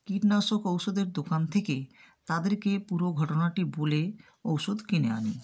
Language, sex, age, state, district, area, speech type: Bengali, female, 60+, West Bengal, South 24 Parganas, rural, spontaneous